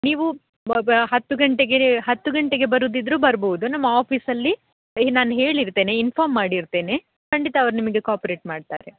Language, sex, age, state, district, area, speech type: Kannada, female, 18-30, Karnataka, Dakshina Kannada, rural, conversation